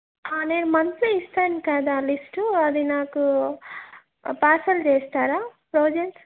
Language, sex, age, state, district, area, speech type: Telugu, female, 30-45, Andhra Pradesh, Chittoor, urban, conversation